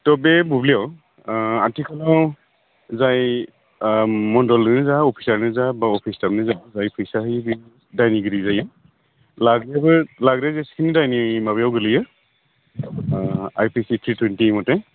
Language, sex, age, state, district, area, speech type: Bodo, male, 45-60, Assam, Udalguri, urban, conversation